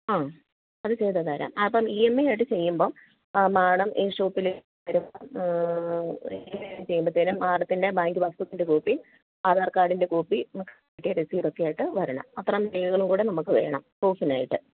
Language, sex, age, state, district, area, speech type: Malayalam, female, 45-60, Kerala, Idukki, rural, conversation